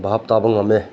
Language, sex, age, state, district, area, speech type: Manipuri, male, 30-45, Manipur, Senapati, rural, spontaneous